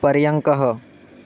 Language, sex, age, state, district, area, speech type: Sanskrit, male, 18-30, Madhya Pradesh, Chhindwara, rural, read